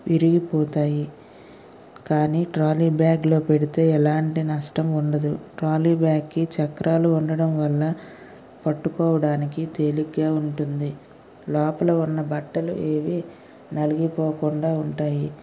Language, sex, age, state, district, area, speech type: Telugu, female, 60+, Andhra Pradesh, Vizianagaram, rural, spontaneous